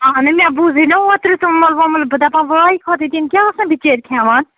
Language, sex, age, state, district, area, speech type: Kashmiri, female, 30-45, Jammu and Kashmir, Ganderbal, rural, conversation